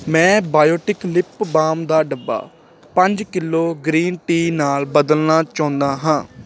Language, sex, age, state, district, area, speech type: Punjabi, male, 18-30, Punjab, Ludhiana, urban, read